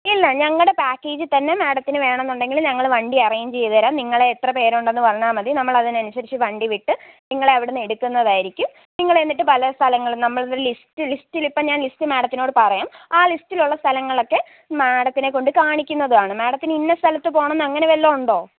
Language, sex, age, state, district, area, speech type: Malayalam, female, 18-30, Kerala, Pathanamthitta, rural, conversation